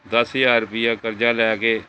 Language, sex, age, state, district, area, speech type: Punjabi, male, 60+, Punjab, Pathankot, urban, spontaneous